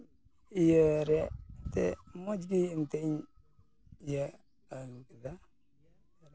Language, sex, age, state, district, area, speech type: Santali, male, 45-60, West Bengal, Malda, rural, spontaneous